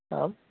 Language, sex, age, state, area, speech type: Sanskrit, male, 18-30, Madhya Pradesh, urban, conversation